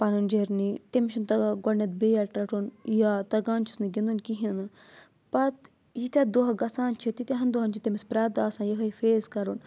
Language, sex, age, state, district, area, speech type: Kashmiri, female, 18-30, Jammu and Kashmir, Budgam, rural, spontaneous